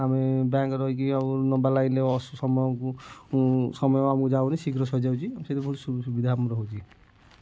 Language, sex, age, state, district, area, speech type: Odia, male, 30-45, Odisha, Kendujhar, urban, spontaneous